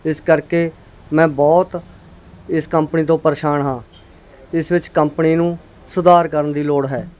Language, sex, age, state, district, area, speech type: Punjabi, male, 30-45, Punjab, Barnala, urban, spontaneous